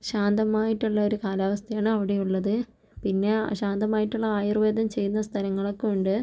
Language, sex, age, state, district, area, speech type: Malayalam, female, 45-60, Kerala, Kozhikode, urban, spontaneous